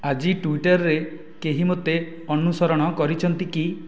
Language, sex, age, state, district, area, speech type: Odia, male, 30-45, Odisha, Nayagarh, rural, read